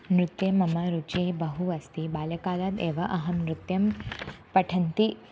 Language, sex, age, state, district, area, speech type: Sanskrit, female, 18-30, Maharashtra, Thane, urban, spontaneous